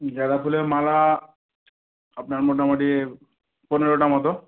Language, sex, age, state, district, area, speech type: Bengali, male, 18-30, West Bengal, Murshidabad, urban, conversation